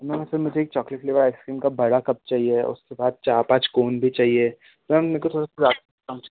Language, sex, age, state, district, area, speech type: Hindi, male, 18-30, Madhya Pradesh, Betul, urban, conversation